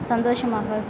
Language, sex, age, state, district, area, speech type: Tamil, female, 18-30, Tamil Nadu, Perambalur, rural, read